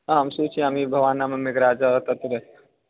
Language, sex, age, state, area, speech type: Sanskrit, male, 18-30, Bihar, rural, conversation